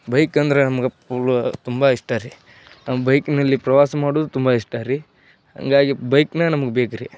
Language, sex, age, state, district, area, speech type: Kannada, male, 30-45, Karnataka, Gadag, rural, spontaneous